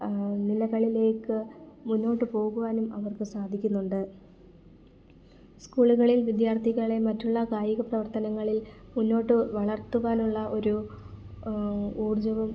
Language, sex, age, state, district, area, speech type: Malayalam, female, 18-30, Kerala, Kollam, rural, spontaneous